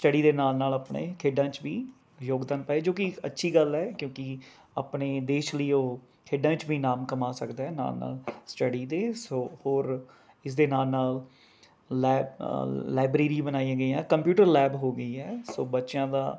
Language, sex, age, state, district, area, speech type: Punjabi, male, 30-45, Punjab, Rupnagar, urban, spontaneous